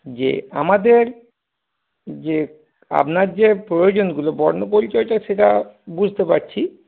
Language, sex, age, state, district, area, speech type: Bengali, male, 45-60, West Bengal, Darjeeling, rural, conversation